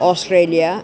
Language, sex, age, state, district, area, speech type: Sanskrit, female, 45-60, Kerala, Thiruvananthapuram, urban, spontaneous